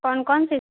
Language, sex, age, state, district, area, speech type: Urdu, female, 30-45, Bihar, Khagaria, rural, conversation